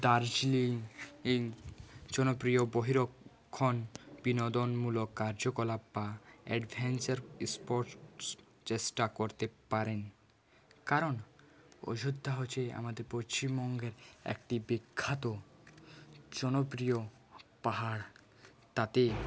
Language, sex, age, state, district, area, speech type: Bengali, male, 30-45, West Bengal, Purulia, urban, spontaneous